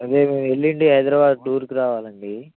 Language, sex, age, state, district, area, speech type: Telugu, male, 18-30, Telangana, Nalgonda, rural, conversation